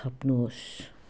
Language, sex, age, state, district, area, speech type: Nepali, female, 60+, West Bengal, Jalpaiguri, rural, read